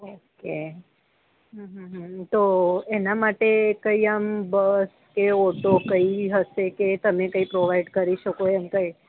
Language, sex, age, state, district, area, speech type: Gujarati, female, 30-45, Gujarat, Ahmedabad, urban, conversation